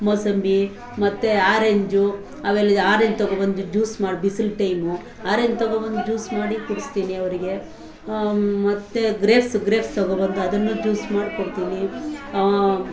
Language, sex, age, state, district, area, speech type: Kannada, female, 45-60, Karnataka, Bangalore Urban, rural, spontaneous